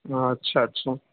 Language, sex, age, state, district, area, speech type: Urdu, male, 18-30, Delhi, North West Delhi, urban, conversation